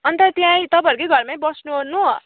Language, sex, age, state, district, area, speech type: Nepali, female, 18-30, West Bengal, Kalimpong, rural, conversation